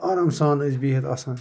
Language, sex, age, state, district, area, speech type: Kashmiri, male, 45-60, Jammu and Kashmir, Kupwara, urban, spontaneous